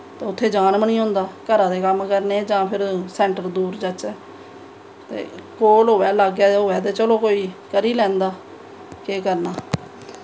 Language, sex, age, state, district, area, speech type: Dogri, female, 30-45, Jammu and Kashmir, Samba, rural, spontaneous